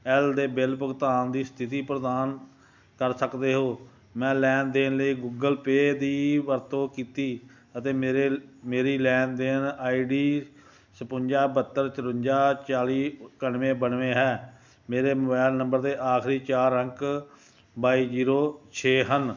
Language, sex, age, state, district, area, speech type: Punjabi, male, 60+, Punjab, Ludhiana, rural, read